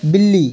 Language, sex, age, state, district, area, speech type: Dogri, male, 18-30, Jammu and Kashmir, Udhampur, rural, read